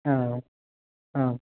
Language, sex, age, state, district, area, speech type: Malayalam, male, 18-30, Kerala, Idukki, rural, conversation